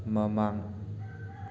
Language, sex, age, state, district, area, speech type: Manipuri, male, 18-30, Manipur, Thoubal, rural, read